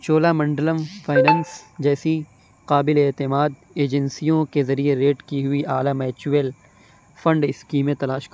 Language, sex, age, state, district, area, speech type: Urdu, male, 30-45, Uttar Pradesh, Lucknow, urban, read